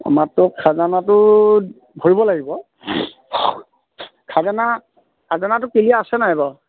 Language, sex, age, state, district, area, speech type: Assamese, male, 30-45, Assam, Lakhimpur, urban, conversation